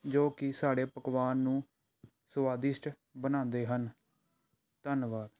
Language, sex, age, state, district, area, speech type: Punjabi, male, 18-30, Punjab, Pathankot, urban, spontaneous